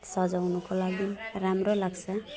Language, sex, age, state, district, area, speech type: Nepali, female, 45-60, West Bengal, Alipurduar, urban, spontaneous